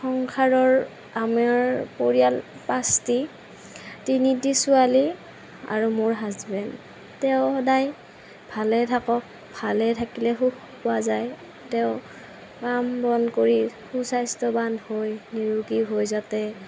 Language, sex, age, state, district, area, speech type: Assamese, female, 30-45, Assam, Darrang, rural, spontaneous